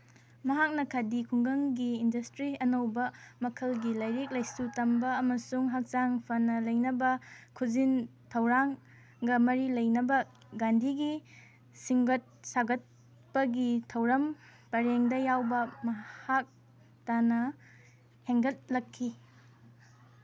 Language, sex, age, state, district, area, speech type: Manipuri, female, 18-30, Manipur, Kangpokpi, rural, read